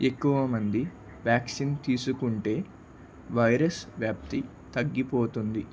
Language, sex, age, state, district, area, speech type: Telugu, male, 18-30, Andhra Pradesh, Palnadu, rural, spontaneous